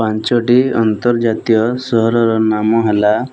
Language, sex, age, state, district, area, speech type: Odia, male, 18-30, Odisha, Boudh, rural, spontaneous